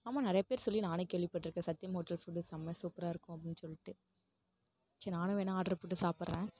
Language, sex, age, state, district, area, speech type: Tamil, female, 18-30, Tamil Nadu, Kallakurichi, rural, spontaneous